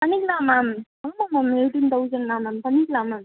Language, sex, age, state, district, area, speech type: Tamil, female, 30-45, Tamil Nadu, Viluppuram, urban, conversation